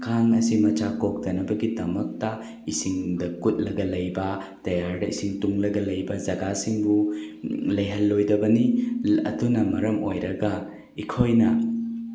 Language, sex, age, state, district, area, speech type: Manipuri, male, 18-30, Manipur, Bishnupur, rural, spontaneous